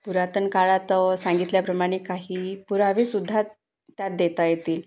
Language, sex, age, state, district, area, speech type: Marathi, female, 30-45, Maharashtra, Wardha, urban, spontaneous